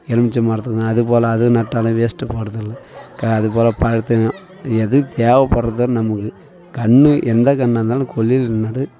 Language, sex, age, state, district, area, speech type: Tamil, male, 45-60, Tamil Nadu, Tiruvannamalai, rural, spontaneous